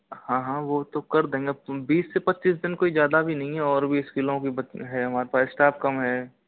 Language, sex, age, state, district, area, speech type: Hindi, male, 60+, Rajasthan, Karauli, rural, conversation